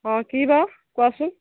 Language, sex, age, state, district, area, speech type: Assamese, female, 45-60, Assam, Morigaon, rural, conversation